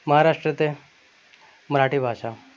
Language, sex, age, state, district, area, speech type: Bengali, male, 30-45, West Bengal, Birbhum, urban, spontaneous